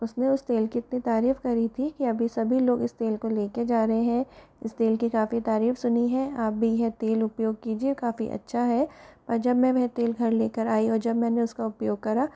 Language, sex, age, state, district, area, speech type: Hindi, female, 45-60, Rajasthan, Jaipur, urban, spontaneous